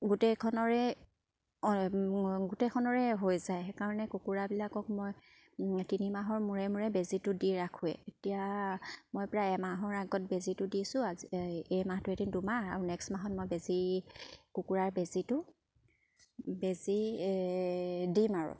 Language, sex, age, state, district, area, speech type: Assamese, female, 30-45, Assam, Sivasagar, rural, spontaneous